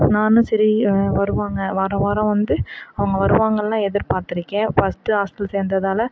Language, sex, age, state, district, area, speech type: Tamil, female, 45-60, Tamil Nadu, Perambalur, rural, spontaneous